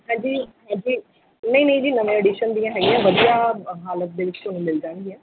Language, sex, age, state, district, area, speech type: Punjabi, female, 30-45, Punjab, Mansa, urban, conversation